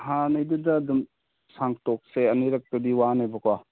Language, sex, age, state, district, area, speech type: Manipuri, male, 45-60, Manipur, Kangpokpi, urban, conversation